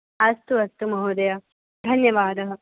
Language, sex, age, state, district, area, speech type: Sanskrit, female, 18-30, Delhi, North East Delhi, urban, conversation